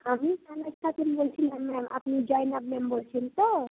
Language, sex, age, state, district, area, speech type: Bengali, female, 18-30, West Bengal, Murshidabad, rural, conversation